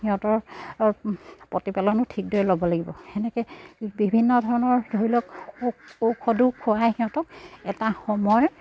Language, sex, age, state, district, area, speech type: Assamese, female, 30-45, Assam, Charaideo, rural, spontaneous